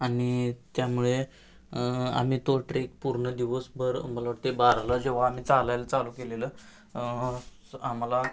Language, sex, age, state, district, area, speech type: Marathi, male, 18-30, Maharashtra, Sangli, urban, spontaneous